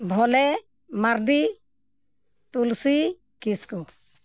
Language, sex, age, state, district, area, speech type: Santali, female, 60+, Jharkhand, Bokaro, rural, spontaneous